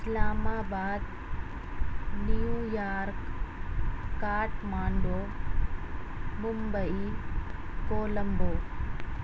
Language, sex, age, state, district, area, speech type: Urdu, female, 18-30, Delhi, South Delhi, urban, spontaneous